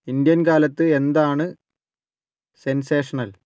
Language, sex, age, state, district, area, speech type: Malayalam, male, 45-60, Kerala, Wayanad, rural, read